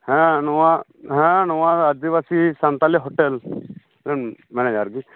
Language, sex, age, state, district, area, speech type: Santali, male, 30-45, West Bengal, Birbhum, rural, conversation